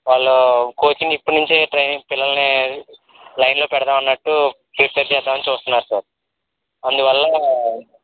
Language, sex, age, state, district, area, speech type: Telugu, male, 18-30, Andhra Pradesh, N T Rama Rao, rural, conversation